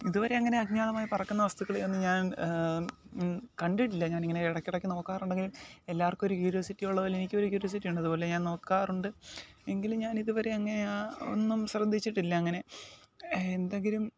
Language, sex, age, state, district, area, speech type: Malayalam, male, 18-30, Kerala, Alappuzha, rural, spontaneous